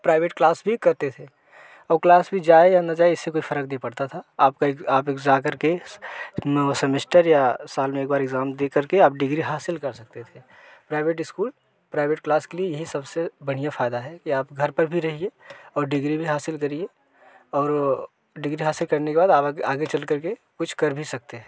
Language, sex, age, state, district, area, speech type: Hindi, male, 30-45, Uttar Pradesh, Jaunpur, rural, spontaneous